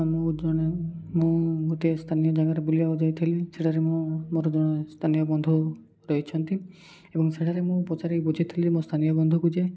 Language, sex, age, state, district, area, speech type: Odia, male, 30-45, Odisha, Koraput, urban, spontaneous